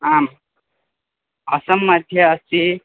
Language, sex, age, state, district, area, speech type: Sanskrit, male, 18-30, Assam, Tinsukia, rural, conversation